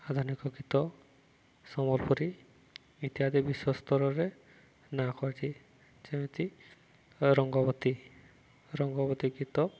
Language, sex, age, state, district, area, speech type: Odia, male, 18-30, Odisha, Subarnapur, urban, spontaneous